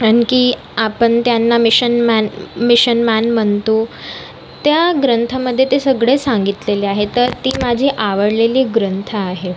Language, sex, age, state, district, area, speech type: Marathi, female, 30-45, Maharashtra, Nagpur, urban, spontaneous